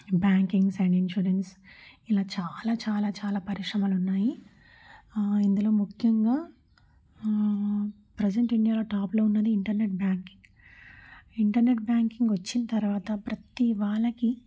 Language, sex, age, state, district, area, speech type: Telugu, female, 30-45, Telangana, Warangal, urban, spontaneous